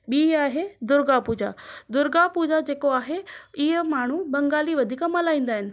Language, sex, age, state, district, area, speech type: Sindhi, female, 30-45, Maharashtra, Thane, urban, spontaneous